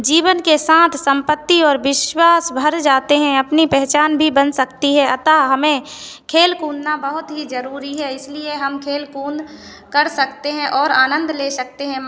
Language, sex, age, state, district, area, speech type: Hindi, female, 18-30, Madhya Pradesh, Hoshangabad, urban, spontaneous